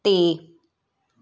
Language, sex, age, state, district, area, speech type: Punjabi, female, 30-45, Punjab, Patiala, rural, read